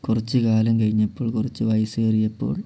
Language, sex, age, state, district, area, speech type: Malayalam, male, 18-30, Kerala, Wayanad, rural, spontaneous